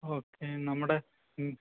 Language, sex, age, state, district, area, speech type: Malayalam, male, 18-30, Kerala, Wayanad, rural, conversation